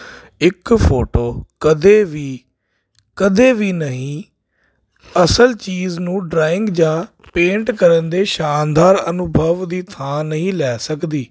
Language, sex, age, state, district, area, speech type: Punjabi, male, 30-45, Punjab, Jalandhar, urban, spontaneous